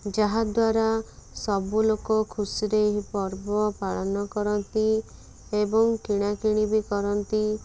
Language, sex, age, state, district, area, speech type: Odia, female, 18-30, Odisha, Cuttack, urban, spontaneous